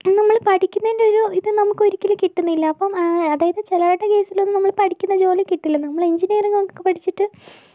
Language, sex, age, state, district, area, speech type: Malayalam, female, 45-60, Kerala, Kozhikode, urban, spontaneous